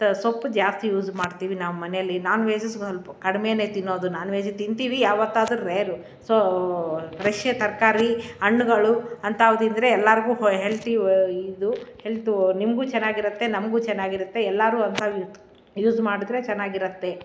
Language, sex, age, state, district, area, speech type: Kannada, female, 30-45, Karnataka, Bangalore Rural, urban, spontaneous